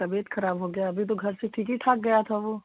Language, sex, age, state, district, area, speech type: Hindi, female, 30-45, Uttar Pradesh, Chandauli, rural, conversation